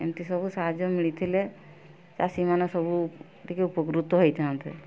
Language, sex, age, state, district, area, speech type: Odia, female, 45-60, Odisha, Mayurbhanj, rural, spontaneous